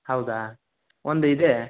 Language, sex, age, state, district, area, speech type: Kannada, male, 30-45, Karnataka, Gadag, rural, conversation